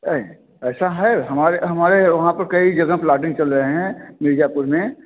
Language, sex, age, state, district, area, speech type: Hindi, male, 45-60, Uttar Pradesh, Bhadohi, urban, conversation